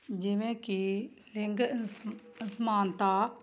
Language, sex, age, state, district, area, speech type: Punjabi, female, 18-30, Punjab, Tarn Taran, rural, spontaneous